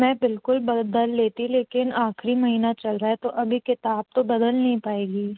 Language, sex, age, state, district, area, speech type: Hindi, female, 18-30, Madhya Pradesh, Jabalpur, urban, conversation